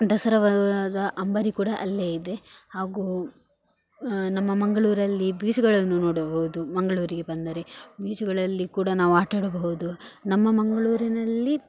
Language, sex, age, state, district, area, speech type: Kannada, female, 18-30, Karnataka, Dakshina Kannada, rural, spontaneous